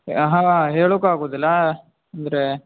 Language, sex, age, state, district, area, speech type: Kannada, male, 18-30, Karnataka, Uttara Kannada, rural, conversation